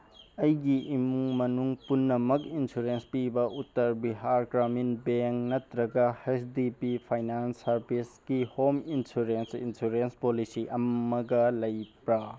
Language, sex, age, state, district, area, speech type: Manipuri, male, 18-30, Manipur, Tengnoupal, urban, read